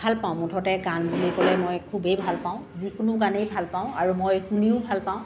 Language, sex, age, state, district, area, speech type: Assamese, female, 45-60, Assam, Dibrugarh, rural, spontaneous